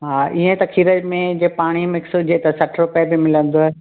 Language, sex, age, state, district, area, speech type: Sindhi, other, 60+, Maharashtra, Thane, urban, conversation